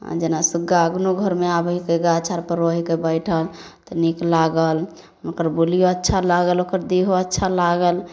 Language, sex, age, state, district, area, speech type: Maithili, female, 18-30, Bihar, Samastipur, rural, spontaneous